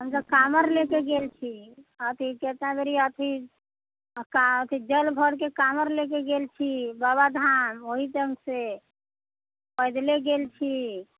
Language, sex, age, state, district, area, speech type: Maithili, female, 45-60, Bihar, Sitamarhi, rural, conversation